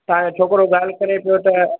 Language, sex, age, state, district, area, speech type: Sindhi, male, 45-60, Gujarat, Junagadh, rural, conversation